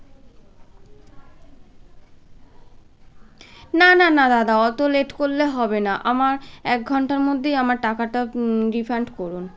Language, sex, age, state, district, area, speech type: Bengali, female, 18-30, West Bengal, Birbhum, urban, spontaneous